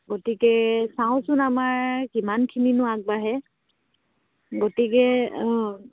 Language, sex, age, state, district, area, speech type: Assamese, female, 18-30, Assam, Dibrugarh, urban, conversation